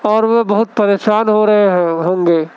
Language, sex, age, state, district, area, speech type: Urdu, male, 18-30, Delhi, Central Delhi, urban, spontaneous